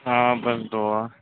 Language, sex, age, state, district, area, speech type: Kashmiri, male, 18-30, Jammu and Kashmir, Shopian, rural, conversation